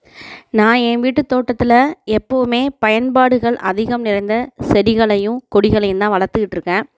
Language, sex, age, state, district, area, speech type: Tamil, female, 30-45, Tamil Nadu, Tiruvarur, rural, spontaneous